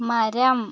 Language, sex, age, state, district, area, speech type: Malayalam, female, 30-45, Kerala, Kozhikode, rural, read